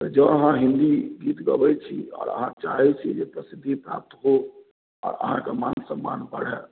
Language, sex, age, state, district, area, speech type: Maithili, male, 45-60, Bihar, Madhubani, rural, conversation